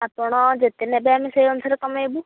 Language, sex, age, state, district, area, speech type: Odia, female, 30-45, Odisha, Bhadrak, rural, conversation